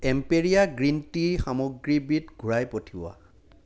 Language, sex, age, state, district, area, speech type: Assamese, male, 30-45, Assam, Jorhat, urban, read